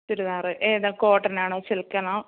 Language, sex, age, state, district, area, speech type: Malayalam, female, 30-45, Kerala, Kottayam, urban, conversation